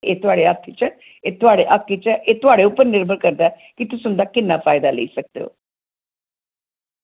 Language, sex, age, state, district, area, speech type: Dogri, female, 45-60, Jammu and Kashmir, Jammu, urban, conversation